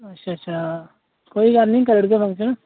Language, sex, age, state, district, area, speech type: Dogri, male, 18-30, Jammu and Kashmir, Reasi, rural, conversation